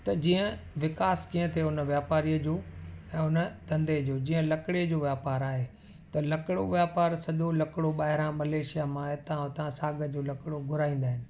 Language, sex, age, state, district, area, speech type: Sindhi, male, 45-60, Gujarat, Kutch, urban, spontaneous